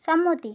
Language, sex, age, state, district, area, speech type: Bengali, female, 18-30, West Bengal, Jhargram, rural, read